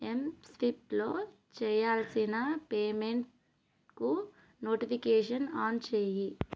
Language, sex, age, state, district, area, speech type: Telugu, female, 30-45, Telangana, Nalgonda, rural, read